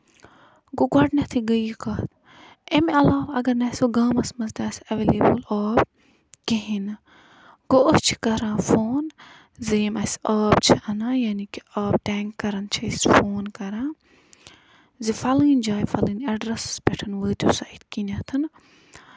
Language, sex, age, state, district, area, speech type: Kashmiri, female, 30-45, Jammu and Kashmir, Budgam, rural, spontaneous